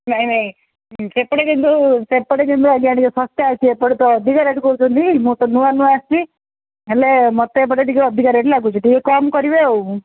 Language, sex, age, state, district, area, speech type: Odia, female, 45-60, Odisha, Sundergarh, rural, conversation